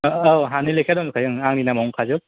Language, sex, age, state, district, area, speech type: Bodo, male, 30-45, Assam, Kokrajhar, rural, conversation